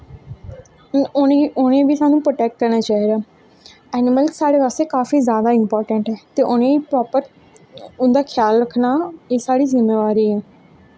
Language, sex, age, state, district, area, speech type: Dogri, female, 18-30, Jammu and Kashmir, Jammu, rural, spontaneous